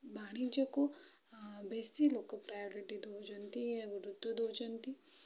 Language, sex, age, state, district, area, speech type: Odia, female, 18-30, Odisha, Bhadrak, rural, spontaneous